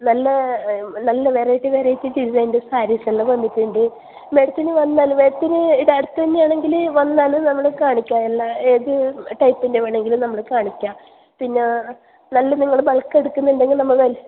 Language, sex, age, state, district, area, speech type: Malayalam, female, 45-60, Kerala, Kasaragod, urban, conversation